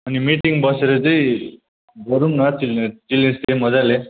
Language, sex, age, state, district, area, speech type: Nepali, male, 18-30, West Bengal, Kalimpong, rural, conversation